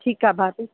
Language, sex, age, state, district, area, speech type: Sindhi, female, 18-30, Madhya Pradesh, Katni, rural, conversation